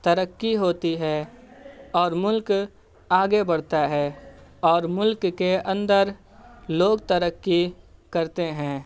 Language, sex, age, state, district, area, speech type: Urdu, male, 18-30, Bihar, Purnia, rural, spontaneous